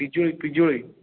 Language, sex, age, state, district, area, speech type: Odia, male, 18-30, Odisha, Jajpur, rural, conversation